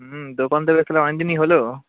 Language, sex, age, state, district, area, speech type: Bengali, male, 18-30, West Bengal, South 24 Parganas, rural, conversation